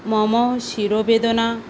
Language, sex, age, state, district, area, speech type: Sanskrit, female, 18-30, West Bengal, South 24 Parganas, rural, spontaneous